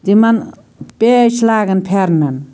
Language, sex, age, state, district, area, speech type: Kashmiri, female, 45-60, Jammu and Kashmir, Anantnag, rural, spontaneous